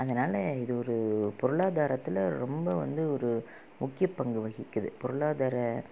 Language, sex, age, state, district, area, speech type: Tamil, female, 30-45, Tamil Nadu, Salem, urban, spontaneous